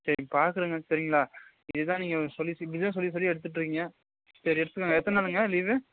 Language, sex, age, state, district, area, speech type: Tamil, male, 30-45, Tamil Nadu, Nilgiris, urban, conversation